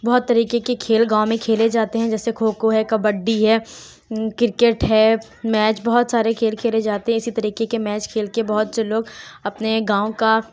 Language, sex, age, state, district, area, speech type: Urdu, female, 18-30, Uttar Pradesh, Lucknow, rural, spontaneous